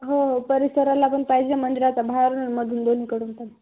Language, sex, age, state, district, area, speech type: Marathi, female, 18-30, Maharashtra, Hingoli, urban, conversation